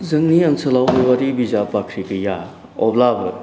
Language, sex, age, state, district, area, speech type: Bodo, male, 45-60, Assam, Chirang, urban, spontaneous